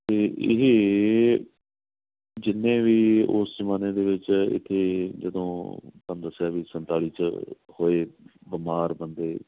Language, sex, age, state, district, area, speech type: Punjabi, male, 45-60, Punjab, Amritsar, urban, conversation